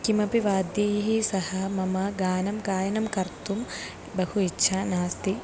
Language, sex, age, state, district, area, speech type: Sanskrit, female, 18-30, Kerala, Thiruvananthapuram, rural, spontaneous